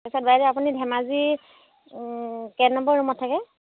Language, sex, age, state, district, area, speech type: Assamese, female, 30-45, Assam, Dhemaji, rural, conversation